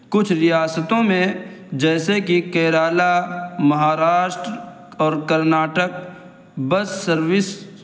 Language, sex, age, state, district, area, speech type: Urdu, male, 18-30, Uttar Pradesh, Saharanpur, urban, spontaneous